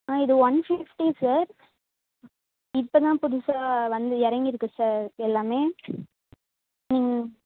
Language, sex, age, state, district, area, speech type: Tamil, female, 18-30, Tamil Nadu, Vellore, urban, conversation